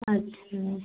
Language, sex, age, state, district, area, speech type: Hindi, female, 30-45, Uttar Pradesh, Varanasi, rural, conversation